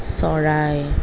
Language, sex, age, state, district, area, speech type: Assamese, female, 30-45, Assam, Kamrup Metropolitan, urban, read